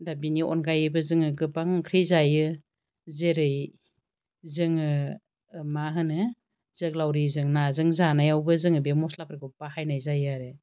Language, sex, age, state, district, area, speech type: Bodo, female, 45-60, Assam, Chirang, rural, spontaneous